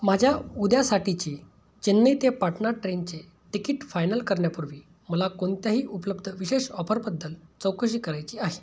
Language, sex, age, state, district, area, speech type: Marathi, male, 30-45, Maharashtra, Amravati, rural, read